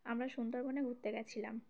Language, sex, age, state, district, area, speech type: Bengali, female, 18-30, West Bengal, Uttar Dinajpur, urban, spontaneous